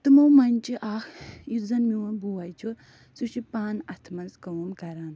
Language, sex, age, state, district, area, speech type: Kashmiri, female, 45-60, Jammu and Kashmir, Budgam, rural, spontaneous